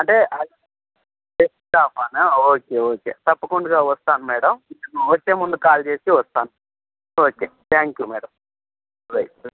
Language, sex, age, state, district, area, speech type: Telugu, male, 30-45, Andhra Pradesh, Anantapur, rural, conversation